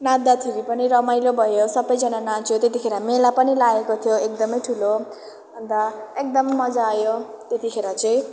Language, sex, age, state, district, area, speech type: Nepali, female, 18-30, West Bengal, Jalpaiguri, rural, spontaneous